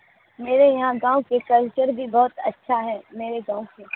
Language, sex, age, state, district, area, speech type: Urdu, female, 18-30, Bihar, Supaul, rural, conversation